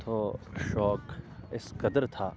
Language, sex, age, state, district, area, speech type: Urdu, male, 18-30, Jammu and Kashmir, Srinagar, rural, spontaneous